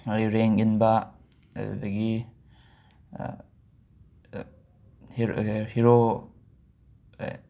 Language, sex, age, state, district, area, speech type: Manipuri, male, 45-60, Manipur, Imphal West, urban, spontaneous